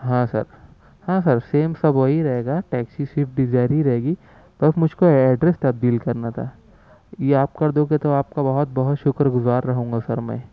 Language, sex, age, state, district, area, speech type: Urdu, male, 18-30, Maharashtra, Nashik, rural, spontaneous